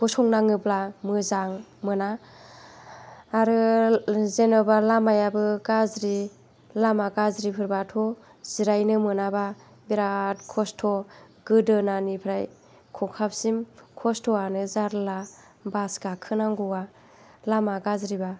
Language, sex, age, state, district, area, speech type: Bodo, female, 45-60, Assam, Chirang, rural, spontaneous